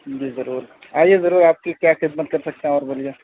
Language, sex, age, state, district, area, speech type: Urdu, male, 18-30, Delhi, North West Delhi, urban, conversation